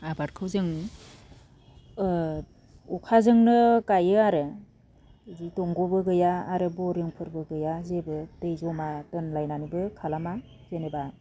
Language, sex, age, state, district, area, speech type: Bodo, female, 30-45, Assam, Baksa, rural, spontaneous